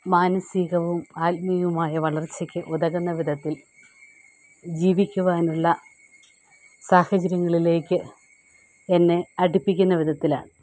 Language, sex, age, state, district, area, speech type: Malayalam, female, 45-60, Kerala, Pathanamthitta, rural, spontaneous